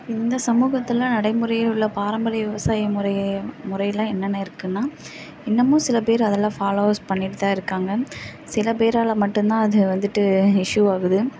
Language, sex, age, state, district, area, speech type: Tamil, female, 18-30, Tamil Nadu, Karur, rural, spontaneous